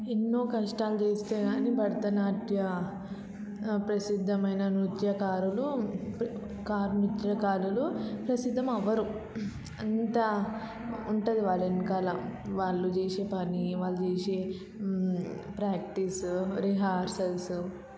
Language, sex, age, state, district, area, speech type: Telugu, female, 18-30, Telangana, Vikarabad, rural, spontaneous